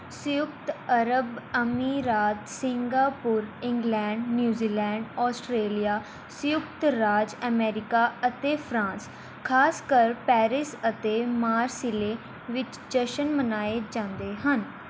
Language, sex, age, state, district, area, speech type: Punjabi, female, 18-30, Punjab, Mohali, rural, read